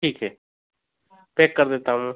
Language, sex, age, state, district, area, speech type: Hindi, male, 30-45, Madhya Pradesh, Hoshangabad, urban, conversation